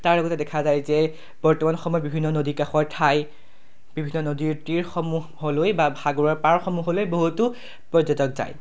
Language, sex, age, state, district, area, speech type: Assamese, male, 18-30, Assam, Majuli, urban, spontaneous